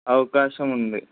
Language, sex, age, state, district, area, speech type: Telugu, male, 18-30, Andhra Pradesh, Kurnool, urban, conversation